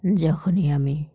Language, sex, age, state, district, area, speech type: Bengali, female, 45-60, West Bengal, Dakshin Dinajpur, urban, spontaneous